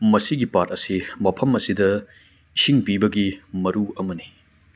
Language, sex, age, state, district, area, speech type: Manipuri, male, 30-45, Manipur, Churachandpur, rural, read